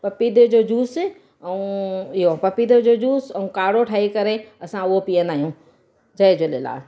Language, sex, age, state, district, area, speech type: Sindhi, female, 30-45, Gujarat, Surat, urban, spontaneous